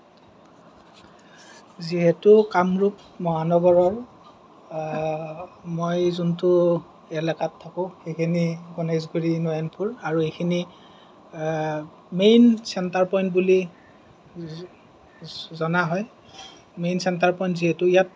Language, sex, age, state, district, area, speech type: Assamese, male, 30-45, Assam, Kamrup Metropolitan, urban, spontaneous